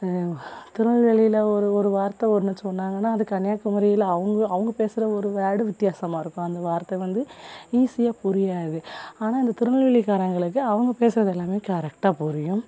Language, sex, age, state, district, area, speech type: Tamil, female, 18-30, Tamil Nadu, Thoothukudi, rural, spontaneous